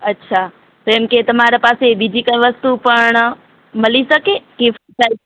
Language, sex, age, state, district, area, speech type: Gujarati, female, 45-60, Gujarat, Morbi, rural, conversation